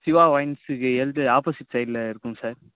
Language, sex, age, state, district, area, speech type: Tamil, male, 18-30, Tamil Nadu, Nagapattinam, rural, conversation